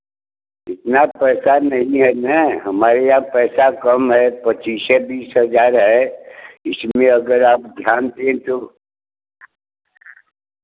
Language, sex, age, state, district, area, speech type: Hindi, male, 60+, Uttar Pradesh, Varanasi, rural, conversation